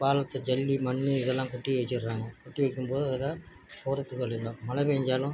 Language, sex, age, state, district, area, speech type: Tamil, male, 60+, Tamil Nadu, Nagapattinam, rural, spontaneous